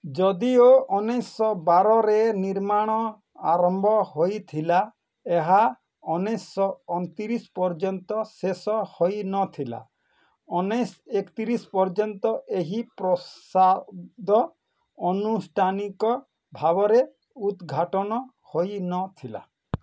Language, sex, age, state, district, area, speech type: Odia, male, 45-60, Odisha, Bargarh, urban, read